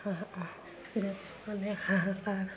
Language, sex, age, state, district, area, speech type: Assamese, female, 45-60, Assam, Barpeta, rural, spontaneous